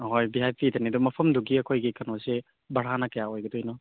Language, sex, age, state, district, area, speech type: Manipuri, male, 30-45, Manipur, Churachandpur, rural, conversation